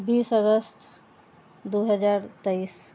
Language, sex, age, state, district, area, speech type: Maithili, female, 60+, Bihar, Sitamarhi, urban, spontaneous